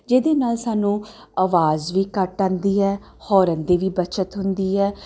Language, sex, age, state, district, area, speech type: Punjabi, female, 30-45, Punjab, Jalandhar, urban, spontaneous